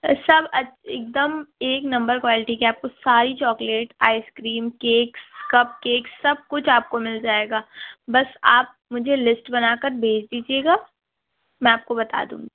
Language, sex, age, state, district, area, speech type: Urdu, female, 30-45, Uttar Pradesh, Lucknow, urban, conversation